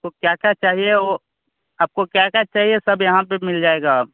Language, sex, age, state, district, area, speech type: Hindi, male, 30-45, Bihar, Vaishali, urban, conversation